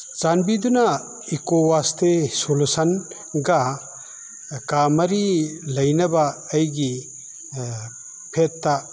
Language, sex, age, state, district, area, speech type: Manipuri, male, 60+, Manipur, Chandel, rural, read